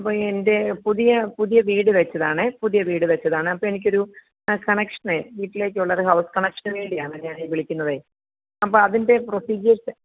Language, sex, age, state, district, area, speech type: Malayalam, female, 45-60, Kerala, Kottayam, rural, conversation